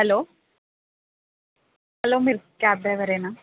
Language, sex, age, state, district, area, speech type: Telugu, female, 18-30, Andhra Pradesh, Anantapur, urban, conversation